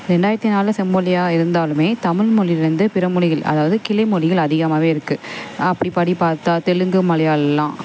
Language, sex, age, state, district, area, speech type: Tamil, female, 18-30, Tamil Nadu, Perambalur, urban, spontaneous